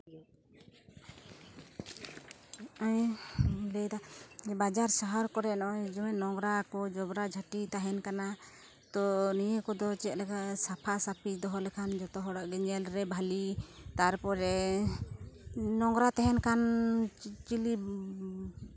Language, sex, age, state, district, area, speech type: Santali, female, 45-60, West Bengal, Purulia, rural, spontaneous